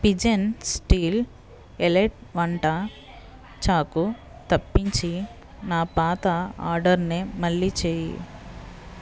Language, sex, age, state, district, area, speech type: Telugu, female, 30-45, Andhra Pradesh, West Godavari, rural, read